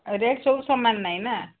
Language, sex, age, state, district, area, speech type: Odia, female, 60+, Odisha, Gajapati, rural, conversation